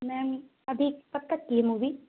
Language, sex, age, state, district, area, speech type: Hindi, female, 18-30, Madhya Pradesh, Katni, urban, conversation